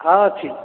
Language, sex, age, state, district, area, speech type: Odia, male, 60+, Odisha, Nayagarh, rural, conversation